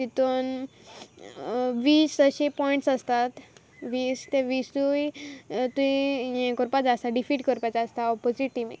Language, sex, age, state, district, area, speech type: Goan Konkani, female, 18-30, Goa, Quepem, rural, spontaneous